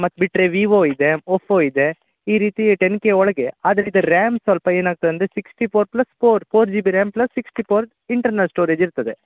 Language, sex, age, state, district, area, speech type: Kannada, male, 18-30, Karnataka, Uttara Kannada, rural, conversation